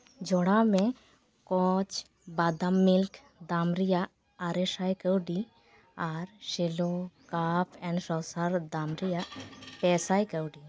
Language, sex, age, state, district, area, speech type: Santali, female, 30-45, West Bengal, Paschim Bardhaman, rural, read